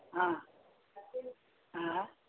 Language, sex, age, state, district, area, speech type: Kannada, female, 60+, Karnataka, Belgaum, rural, conversation